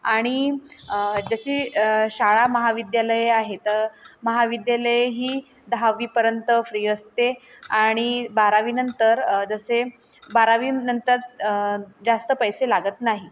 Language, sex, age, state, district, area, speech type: Marathi, female, 30-45, Maharashtra, Nagpur, rural, spontaneous